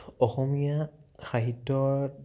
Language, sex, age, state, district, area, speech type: Assamese, male, 30-45, Assam, Morigaon, rural, spontaneous